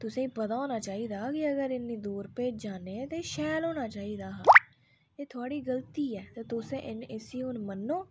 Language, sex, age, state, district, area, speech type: Dogri, female, 18-30, Jammu and Kashmir, Udhampur, rural, spontaneous